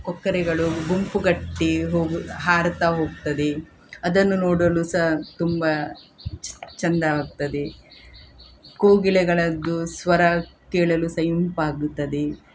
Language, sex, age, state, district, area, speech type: Kannada, female, 60+, Karnataka, Udupi, rural, spontaneous